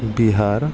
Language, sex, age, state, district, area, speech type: Assamese, male, 60+, Assam, Morigaon, rural, spontaneous